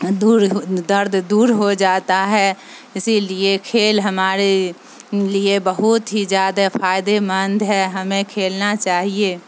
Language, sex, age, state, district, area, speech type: Urdu, female, 45-60, Bihar, Supaul, rural, spontaneous